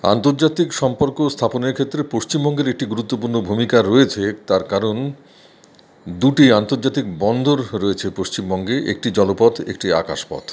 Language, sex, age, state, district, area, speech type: Bengali, male, 45-60, West Bengal, Paschim Bardhaman, urban, spontaneous